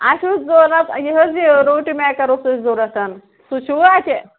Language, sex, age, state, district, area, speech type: Kashmiri, male, 30-45, Jammu and Kashmir, Srinagar, urban, conversation